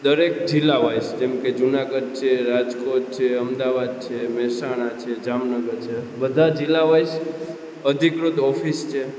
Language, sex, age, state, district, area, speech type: Gujarati, male, 18-30, Gujarat, Junagadh, urban, spontaneous